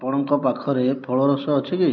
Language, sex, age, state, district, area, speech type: Odia, male, 30-45, Odisha, Kandhamal, rural, read